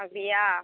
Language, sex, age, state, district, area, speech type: Tamil, female, 30-45, Tamil Nadu, Thoothukudi, rural, conversation